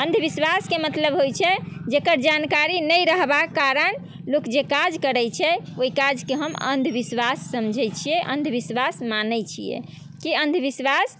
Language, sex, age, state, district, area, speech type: Maithili, female, 30-45, Bihar, Muzaffarpur, rural, spontaneous